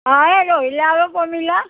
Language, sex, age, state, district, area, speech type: Assamese, female, 45-60, Assam, Darrang, rural, conversation